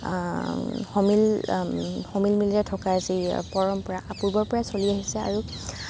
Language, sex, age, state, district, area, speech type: Assamese, female, 45-60, Assam, Nagaon, rural, spontaneous